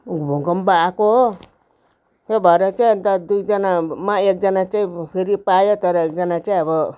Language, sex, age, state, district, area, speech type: Nepali, female, 60+, West Bengal, Darjeeling, rural, spontaneous